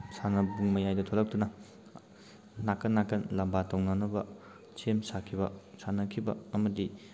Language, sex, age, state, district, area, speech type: Manipuri, male, 18-30, Manipur, Thoubal, rural, spontaneous